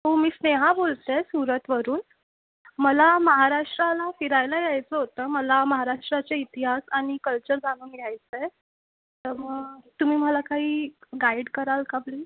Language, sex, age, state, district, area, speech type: Marathi, female, 18-30, Maharashtra, Mumbai Suburban, urban, conversation